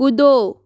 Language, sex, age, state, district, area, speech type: Hindi, female, 18-30, Rajasthan, Jodhpur, rural, read